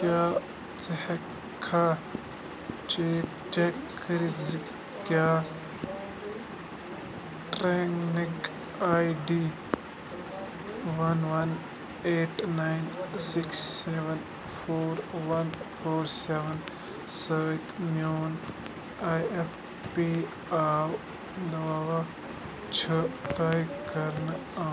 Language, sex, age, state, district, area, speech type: Kashmiri, male, 30-45, Jammu and Kashmir, Bandipora, rural, read